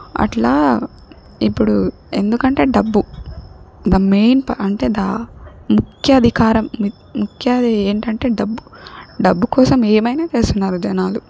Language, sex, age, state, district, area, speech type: Telugu, female, 18-30, Telangana, Siddipet, rural, spontaneous